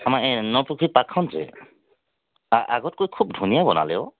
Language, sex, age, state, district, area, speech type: Assamese, male, 45-60, Assam, Tinsukia, urban, conversation